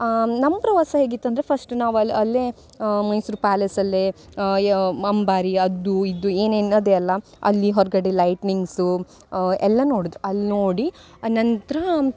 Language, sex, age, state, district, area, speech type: Kannada, female, 18-30, Karnataka, Uttara Kannada, rural, spontaneous